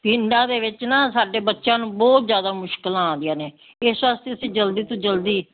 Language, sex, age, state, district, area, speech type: Punjabi, female, 60+, Punjab, Fazilka, rural, conversation